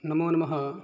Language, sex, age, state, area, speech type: Sanskrit, male, 18-30, Rajasthan, rural, spontaneous